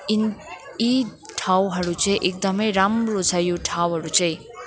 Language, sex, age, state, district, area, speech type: Nepali, female, 18-30, West Bengal, Kalimpong, rural, spontaneous